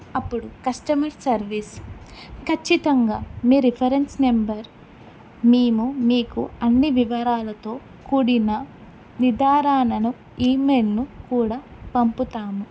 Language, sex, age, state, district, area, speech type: Telugu, female, 18-30, Telangana, Kamareddy, urban, spontaneous